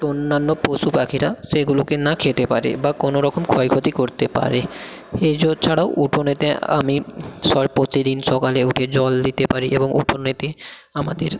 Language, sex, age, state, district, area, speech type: Bengali, male, 18-30, West Bengal, South 24 Parganas, rural, spontaneous